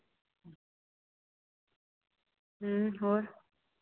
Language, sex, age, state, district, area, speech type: Dogri, female, 18-30, Jammu and Kashmir, Reasi, urban, conversation